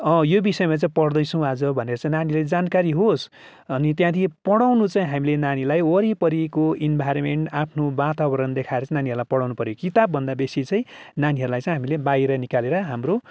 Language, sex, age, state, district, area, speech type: Nepali, male, 45-60, West Bengal, Kalimpong, rural, spontaneous